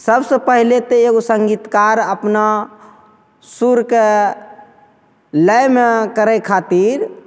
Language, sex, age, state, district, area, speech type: Maithili, male, 30-45, Bihar, Begusarai, urban, spontaneous